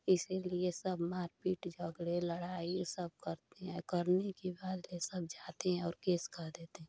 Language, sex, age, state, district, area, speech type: Hindi, female, 30-45, Uttar Pradesh, Ghazipur, rural, spontaneous